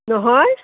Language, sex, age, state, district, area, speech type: Assamese, female, 45-60, Assam, Udalguri, rural, conversation